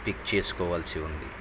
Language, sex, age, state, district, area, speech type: Telugu, male, 45-60, Andhra Pradesh, Nellore, urban, spontaneous